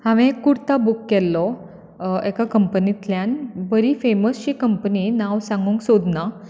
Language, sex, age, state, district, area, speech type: Goan Konkani, female, 30-45, Goa, Bardez, urban, spontaneous